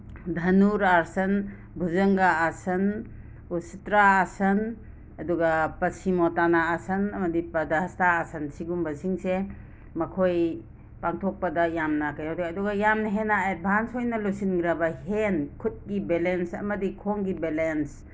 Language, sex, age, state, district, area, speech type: Manipuri, female, 60+, Manipur, Imphal West, rural, spontaneous